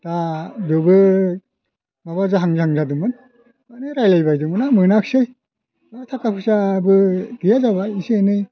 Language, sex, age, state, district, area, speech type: Bodo, male, 60+, Assam, Kokrajhar, urban, spontaneous